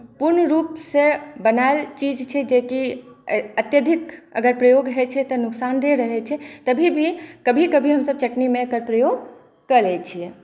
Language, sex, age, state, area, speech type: Maithili, female, 45-60, Bihar, urban, spontaneous